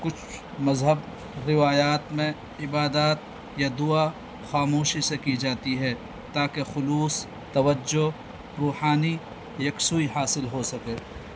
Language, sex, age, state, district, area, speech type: Urdu, male, 45-60, Delhi, North East Delhi, urban, spontaneous